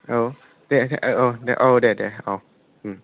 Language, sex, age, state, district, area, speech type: Bodo, male, 18-30, Assam, Kokrajhar, rural, conversation